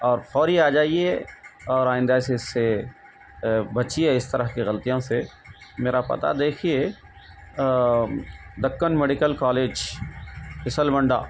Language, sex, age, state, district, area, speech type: Urdu, male, 45-60, Telangana, Hyderabad, urban, spontaneous